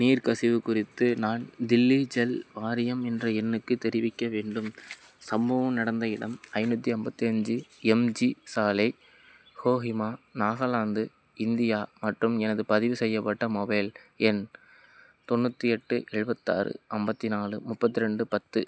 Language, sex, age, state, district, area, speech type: Tamil, male, 18-30, Tamil Nadu, Madurai, rural, read